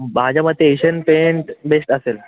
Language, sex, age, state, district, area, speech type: Marathi, male, 18-30, Maharashtra, Thane, urban, conversation